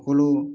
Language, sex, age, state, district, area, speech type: Assamese, male, 30-45, Assam, Lakhimpur, rural, spontaneous